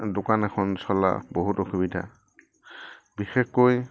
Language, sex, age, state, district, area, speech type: Assamese, male, 45-60, Assam, Udalguri, rural, spontaneous